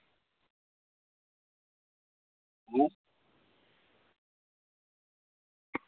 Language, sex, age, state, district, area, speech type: Dogri, male, 30-45, Jammu and Kashmir, Udhampur, rural, conversation